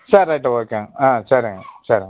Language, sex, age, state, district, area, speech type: Tamil, male, 60+, Tamil Nadu, Perambalur, urban, conversation